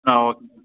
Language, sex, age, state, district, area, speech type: Tamil, male, 18-30, Tamil Nadu, Tiruppur, rural, conversation